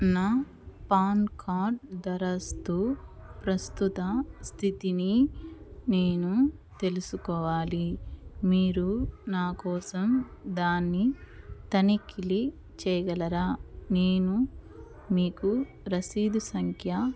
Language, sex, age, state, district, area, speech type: Telugu, female, 30-45, Andhra Pradesh, Nellore, urban, read